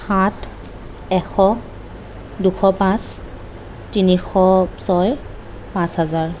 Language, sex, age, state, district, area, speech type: Assamese, female, 30-45, Assam, Kamrup Metropolitan, urban, spontaneous